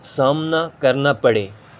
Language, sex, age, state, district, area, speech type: Urdu, male, 18-30, Delhi, North East Delhi, rural, spontaneous